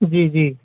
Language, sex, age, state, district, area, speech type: Urdu, male, 60+, Bihar, Gaya, rural, conversation